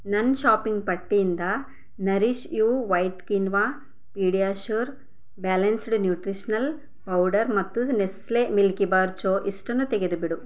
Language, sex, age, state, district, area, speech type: Kannada, female, 30-45, Karnataka, Bidar, rural, read